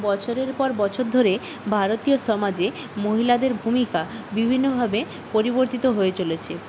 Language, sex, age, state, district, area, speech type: Bengali, female, 18-30, West Bengal, Purba Medinipur, rural, spontaneous